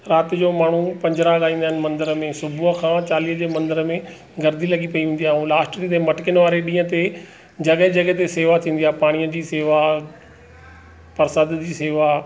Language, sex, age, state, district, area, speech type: Sindhi, male, 45-60, Maharashtra, Thane, urban, spontaneous